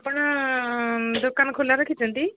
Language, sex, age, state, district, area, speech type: Odia, female, 60+, Odisha, Gajapati, rural, conversation